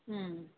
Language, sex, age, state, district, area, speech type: Manipuri, female, 45-60, Manipur, Ukhrul, rural, conversation